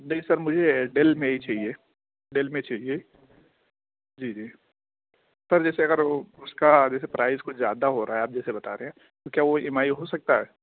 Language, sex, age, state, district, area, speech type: Urdu, male, 18-30, Uttar Pradesh, Balrampur, rural, conversation